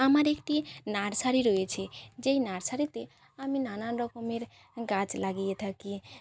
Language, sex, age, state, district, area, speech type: Bengali, female, 45-60, West Bengal, Jhargram, rural, spontaneous